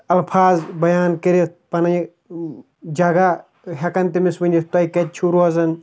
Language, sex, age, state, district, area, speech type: Kashmiri, male, 18-30, Jammu and Kashmir, Kulgam, rural, spontaneous